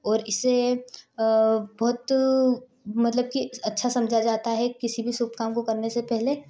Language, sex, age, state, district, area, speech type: Hindi, female, 18-30, Madhya Pradesh, Ujjain, rural, spontaneous